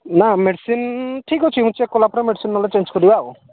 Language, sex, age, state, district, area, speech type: Odia, male, 45-60, Odisha, Angul, rural, conversation